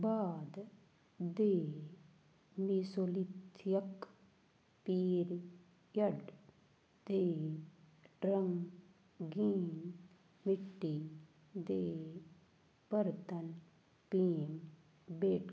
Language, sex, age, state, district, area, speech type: Punjabi, female, 18-30, Punjab, Fazilka, rural, read